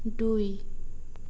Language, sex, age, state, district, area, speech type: Assamese, female, 18-30, Assam, Sonitpur, rural, read